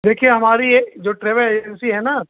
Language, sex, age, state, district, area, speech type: Hindi, male, 60+, Uttar Pradesh, Azamgarh, rural, conversation